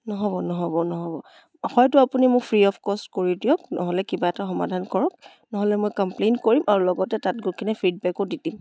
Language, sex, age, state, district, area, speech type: Assamese, female, 18-30, Assam, Charaideo, urban, spontaneous